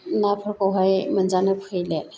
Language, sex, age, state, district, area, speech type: Bodo, female, 60+, Assam, Chirang, rural, spontaneous